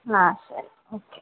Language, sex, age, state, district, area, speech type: Kannada, female, 30-45, Karnataka, Vijayanagara, rural, conversation